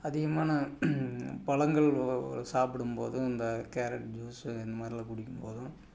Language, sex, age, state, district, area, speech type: Tamil, male, 45-60, Tamil Nadu, Tiruppur, rural, spontaneous